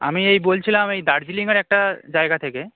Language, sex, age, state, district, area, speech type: Bengali, male, 18-30, West Bengal, Darjeeling, rural, conversation